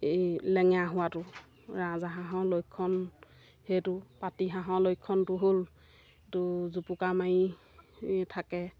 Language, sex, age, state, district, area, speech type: Assamese, female, 30-45, Assam, Golaghat, rural, spontaneous